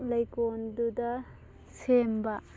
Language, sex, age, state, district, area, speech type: Manipuri, female, 18-30, Manipur, Thoubal, rural, spontaneous